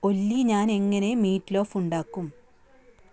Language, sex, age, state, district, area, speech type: Malayalam, female, 30-45, Kerala, Kasaragod, rural, read